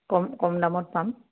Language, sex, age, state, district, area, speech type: Assamese, female, 60+, Assam, Dhemaji, rural, conversation